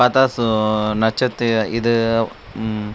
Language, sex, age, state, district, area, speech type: Tamil, male, 30-45, Tamil Nadu, Krishnagiri, rural, spontaneous